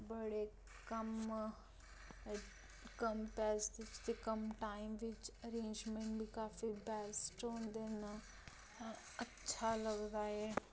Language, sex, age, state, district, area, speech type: Dogri, female, 18-30, Jammu and Kashmir, Reasi, rural, spontaneous